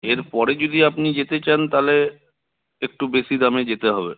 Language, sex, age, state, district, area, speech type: Bengali, male, 18-30, West Bengal, Purulia, urban, conversation